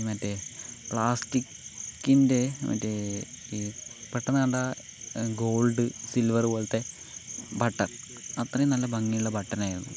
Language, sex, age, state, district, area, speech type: Malayalam, male, 45-60, Kerala, Palakkad, rural, spontaneous